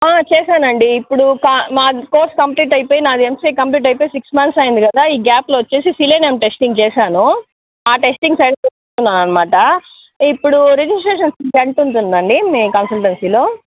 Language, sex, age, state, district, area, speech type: Telugu, female, 60+, Andhra Pradesh, Chittoor, urban, conversation